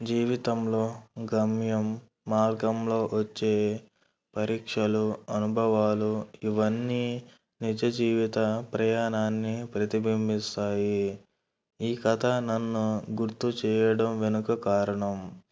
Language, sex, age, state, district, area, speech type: Telugu, male, 18-30, Andhra Pradesh, Kurnool, urban, spontaneous